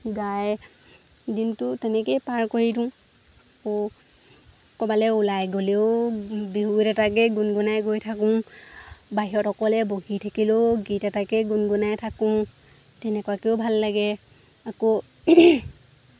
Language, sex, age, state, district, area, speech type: Assamese, female, 18-30, Assam, Lakhimpur, rural, spontaneous